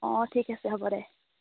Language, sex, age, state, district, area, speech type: Assamese, female, 18-30, Assam, Jorhat, urban, conversation